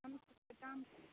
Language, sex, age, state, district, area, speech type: Maithili, female, 45-60, Bihar, Muzaffarpur, urban, conversation